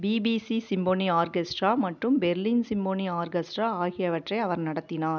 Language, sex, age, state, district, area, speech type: Tamil, female, 45-60, Tamil Nadu, Namakkal, rural, read